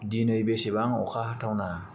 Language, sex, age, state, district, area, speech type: Bodo, male, 18-30, Assam, Kokrajhar, rural, read